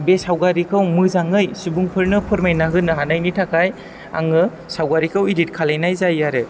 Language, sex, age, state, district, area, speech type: Bodo, male, 18-30, Assam, Chirang, rural, spontaneous